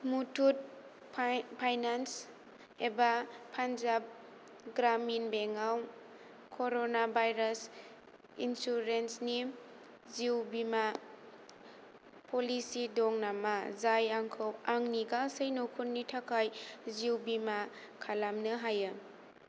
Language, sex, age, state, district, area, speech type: Bodo, female, 18-30, Assam, Kokrajhar, rural, read